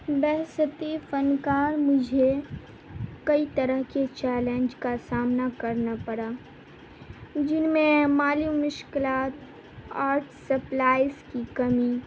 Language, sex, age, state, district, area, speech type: Urdu, female, 18-30, Bihar, Madhubani, rural, spontaneous